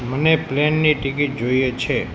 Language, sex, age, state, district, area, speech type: Gujarati, male, 30-45, Gujarat, Morbi, urban, read